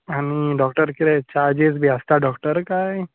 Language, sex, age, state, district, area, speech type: Goan Konkani, male, 18-30, Goa, Bardez, urban, conversation